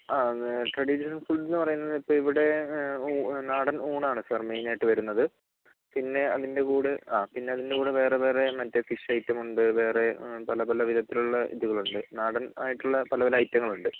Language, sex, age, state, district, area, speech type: Malayalam, male, 30-45, Kerala, Wayanad, rural, conversation